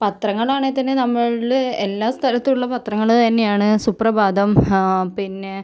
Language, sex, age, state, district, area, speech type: Malayalam, female, 45-60, Kerala, Kozhikode, urban, spontaneous